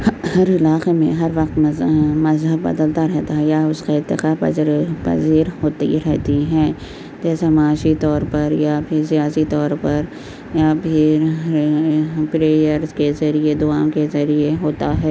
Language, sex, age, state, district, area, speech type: Urdu, female, 18-30, Telangana, Hyderabad, urban, spontaneous